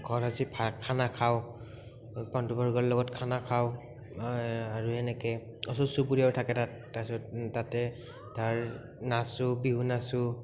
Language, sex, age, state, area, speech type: Assamese, male, 18-30, Assam, rural, spontaneous